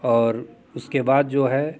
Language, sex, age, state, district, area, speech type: Hindi, male, 30-45, Bihar, Muzaffarpur, rural, spontaneous